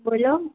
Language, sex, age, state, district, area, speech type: Gujarati, female, 18-30, Gujarat, Morbi, urban, conversation